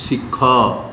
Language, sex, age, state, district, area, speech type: Odia, male, 45-60, Odisha, Nayagarh, rural, read